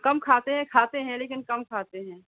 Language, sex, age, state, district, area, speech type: Urdu, female, 45-60, Uttar Pradesh, Rampur, urban, conversation